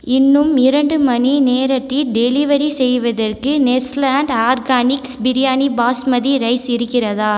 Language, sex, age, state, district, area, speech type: Tamil, female, 18-30, Tamil Nadu, Cuddalore, rural, read